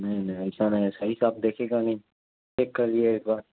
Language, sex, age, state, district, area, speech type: Urdu, male, 18-30, Bihar, Supaul, rural, conversation